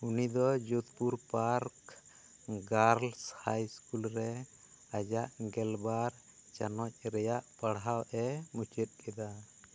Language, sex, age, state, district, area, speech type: Santali, male, 30-45, West Bengal, Bankura, rural, read